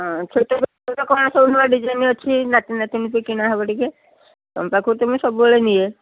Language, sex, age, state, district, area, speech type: Odia, female, 60+, Odisha, Cuttack, urban, conversation